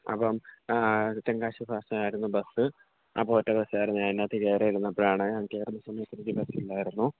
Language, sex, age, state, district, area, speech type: Malayalam, male, 18-30, Kerala, Kollam, rural, conversation